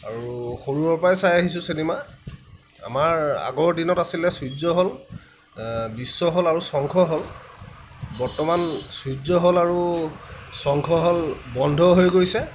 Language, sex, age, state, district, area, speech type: Assamese, male, 30-45, Assam, Lakhimpur, rural, spontaneous